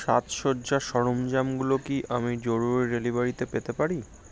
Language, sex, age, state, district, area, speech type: Bengali, male, 30-45, West Bengal, Kolkata, urban, read